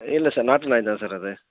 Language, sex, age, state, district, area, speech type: Tamil, male, 30-45, Tamil Nadu, Salem, rural, conversation